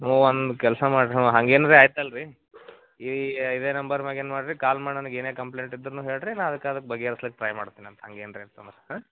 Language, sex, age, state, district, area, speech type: Kannada, male, 30-45, Karnataka, Gulbarga, urban, conversation